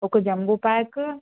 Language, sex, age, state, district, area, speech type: Telugu, female, 18-30, Telangana, Ranga Reddy, urban, conversation